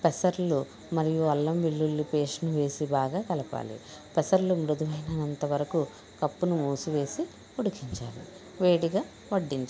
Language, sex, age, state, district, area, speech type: Telugu, female, 60+, Andhra Pradesh, Konaseema, rural, spontaneous